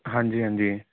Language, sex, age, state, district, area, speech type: Punjabi, male, 18-30, Punjab, Fazilka, urban, conversation